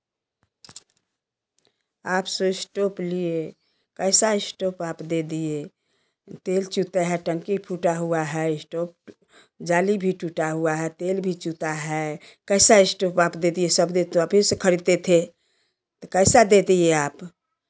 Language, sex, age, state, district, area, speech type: Hindi, female, 60+, Bihar, Samastipur, urban, spontaneous